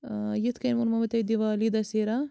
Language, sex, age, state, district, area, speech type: Kashmiri, female, 45-60, Jammu and Kashmir, Bandipora, rural, spontaneous